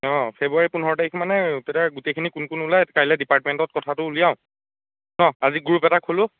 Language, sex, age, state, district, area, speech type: Assamese, male, 30-45, Assam, Biswanath, rural, conversation